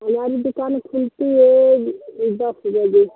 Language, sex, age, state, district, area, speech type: Hindi, female, 30-45, Uttar Pradesh, Mau, rural, conversation